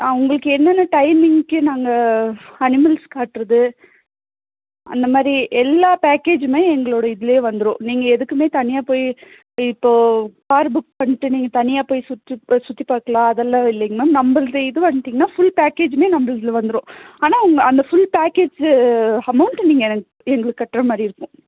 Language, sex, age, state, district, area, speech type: Tamil, female, 30-45, Tamil Nadu, Nilgiris, urban, conversation